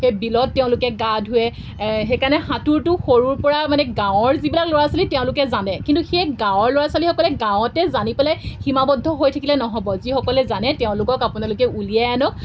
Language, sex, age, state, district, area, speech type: Assamese, female, 18-30, Assam, Golaghat, rural, spontaneous